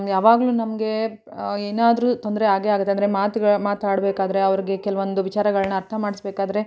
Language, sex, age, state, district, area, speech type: Kannada, female, 30-45, Karnataka, Mandya, rural, spontaneous